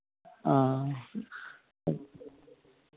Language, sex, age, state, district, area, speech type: Hindi, male, 45-60, Bihar, Begusarai, urban, conversation